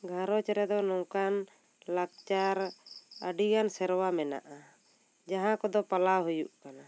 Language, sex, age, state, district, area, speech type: Santali, female, 30-45, West Bengal, Bankura, rural, spontaneous